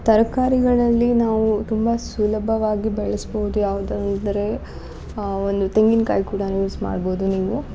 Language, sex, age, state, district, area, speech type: Kannada, female, 18-30, Karnataka, Uttara Kannada, rural, spontaneous